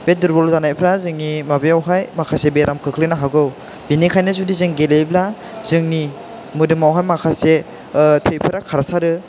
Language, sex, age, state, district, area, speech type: Bodo, male, 18-30, Assam, Chirang, rural, spontaneous